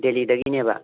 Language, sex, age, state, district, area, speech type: Manipuri, male, 18-30, Manipur, Thoubal, rural, conversation